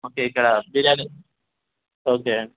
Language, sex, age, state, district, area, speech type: Telugu, male, 30-45, Telangana, Hyderabad, rural, conversation